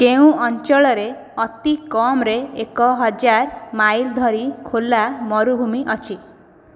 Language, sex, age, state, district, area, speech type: Odia, female, 18-30, Odisha, Khordha, rural, read